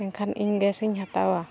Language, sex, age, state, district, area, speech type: Santali, female, 18-30, Jharkhand, Bokaro, rural, spontaneous